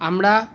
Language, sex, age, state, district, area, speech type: Bengali, male, 45-60, West Bengal, Paschim Bardhaman, urban, spontaneous